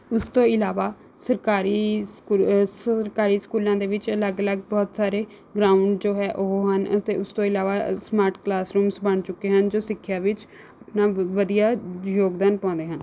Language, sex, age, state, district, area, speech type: Punjabi, female, 18-30, Punjab, Rupnagar, urban, spontaneous